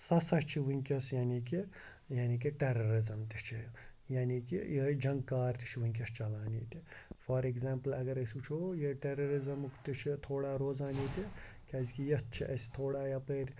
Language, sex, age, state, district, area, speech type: Kashmiri, male, 45-60, Jammu and Kashmir, Srinagar, urban, spontaneous